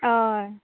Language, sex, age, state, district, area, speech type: Goan Konkani, female, 18-30, Goa, Canacona, rural, conversation